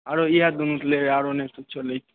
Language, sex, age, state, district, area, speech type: Maithili, male, 18-30, Bihar, Begusarai, rural, conversation